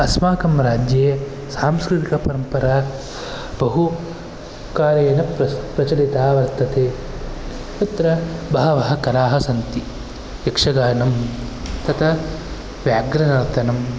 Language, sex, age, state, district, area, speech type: Sanskrit, male, 18-30, Karnataka, Bangalore Urban, urban, spontaneous